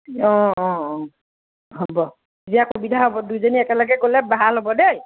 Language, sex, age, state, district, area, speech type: Assamese, female, 60+, Assam, Lakhimpur, rural, conversation